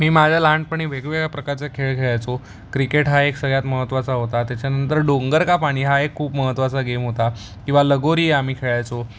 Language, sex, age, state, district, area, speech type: Marathi, male, 18-30, Maharashtra, Mumbai Suburban, urban, spontaneous